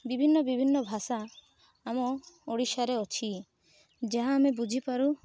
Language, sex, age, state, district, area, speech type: Odia, female, 18-30, Odisha, Rayagada, rural, spontaneous